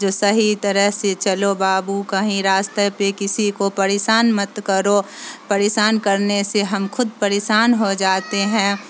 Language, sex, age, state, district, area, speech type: Urdu, female, 45-60, Bihar, Supaul, rural, spontaneous